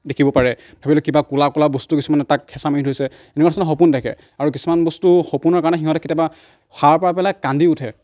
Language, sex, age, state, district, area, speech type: Assamese, male, 45-60, Assam, Darrang, rural, spontaneous